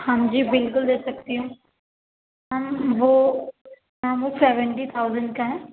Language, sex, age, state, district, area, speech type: Urdu, female, 18-30, Uttar Pradesh, Gautam Buddha Nagar, rural, conversation